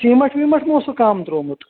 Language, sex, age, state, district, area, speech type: Kashmiri, male, 18-30, Jammu and Kashmir, Shopian, rural, conversation